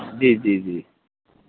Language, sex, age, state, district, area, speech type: Dogri, male, 30-45, Jammu and Kashmir, Reasi, urban, conversation